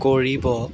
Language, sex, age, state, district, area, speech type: Assamese, male, 18-30, Assam, Jorhat, urban, read